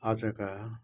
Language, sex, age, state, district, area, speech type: Nepali, male, 60+, West Bengal, Kalimpong, rural, spontaneous